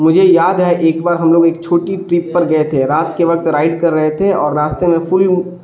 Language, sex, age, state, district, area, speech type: Urdu, male, 18-30, Bihar, Darbhanga, rural, spontaneous